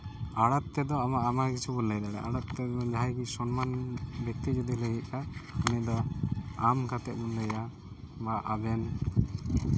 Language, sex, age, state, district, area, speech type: Santali, male, 18-30, West Bengal, Uttar Dinajpur, rural, spontaneous